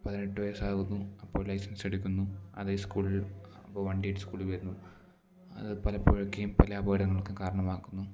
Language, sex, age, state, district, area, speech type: Malayalam, male, 30-45, Kerala, Idukki, rural, spontaneous